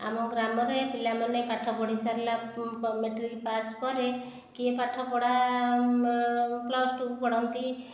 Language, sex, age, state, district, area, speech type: Odia, female, 45-60, Odisha, Khordha, rural, spontaneous